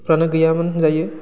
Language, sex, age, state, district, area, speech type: Bodo, male, 30-45, Assam, Udalguri, rural, spontaneous